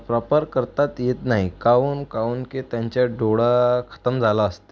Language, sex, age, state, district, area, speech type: Marathi, male, 18-30, Maharashtra, Akola, rural, spontaneous